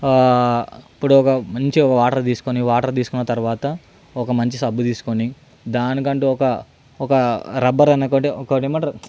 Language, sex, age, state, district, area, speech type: Telugu, male, 18-30, Telangana, Hyderabad, urban, spontaneous